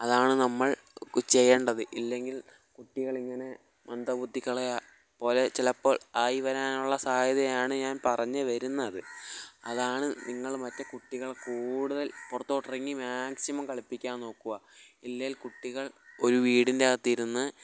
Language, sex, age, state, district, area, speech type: Malayalam, male, 18-30, Kerala, Kollam, rural, spontaneous